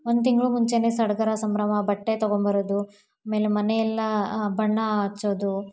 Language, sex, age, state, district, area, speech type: Kannada, female, 18-30, Karnataka, Davanagere, rural, spontaneous